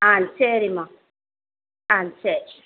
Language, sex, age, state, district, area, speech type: Tamil, female, 45-60, Tamil Nadu, Thoothukudi, rural, conversation